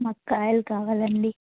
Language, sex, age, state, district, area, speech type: Telugu, female, 60+, Andhra Pradesh, N T Rama Rao, urban, conversation